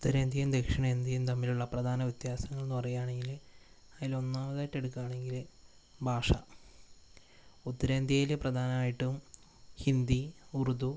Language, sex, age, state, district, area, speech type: Malayalam, male, 18-30, Kerala, Wayanad, rural, spontaneous